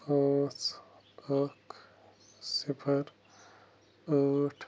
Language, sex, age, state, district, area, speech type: Kashmiri, male, 18-30, Jammu and Kashmir, Bandipora, rural, read